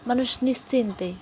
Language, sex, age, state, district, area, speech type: Bengali, female, 30-45, West Bengal, Dakshin Dinajpur, urban, spontaneous